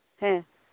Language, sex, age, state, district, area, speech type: Santali, female, 18-30, West Bengal, Birbhum, rural, conversation